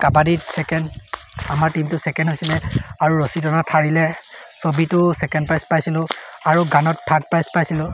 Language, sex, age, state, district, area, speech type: Assamese, male, 18-30, Assam, Sivasagar, rural, spontaneous